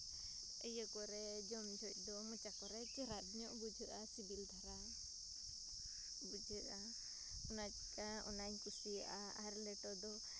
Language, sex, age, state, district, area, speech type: Santali, female, 30-45, Jharkhand, Seraikela Kharsawan, rural, spontaneous